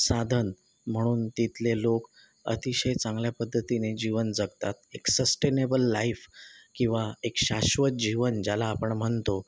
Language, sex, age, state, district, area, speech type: Marathi, male, 30-45, Maharashtra, Sindhudurg, rural, spontaneous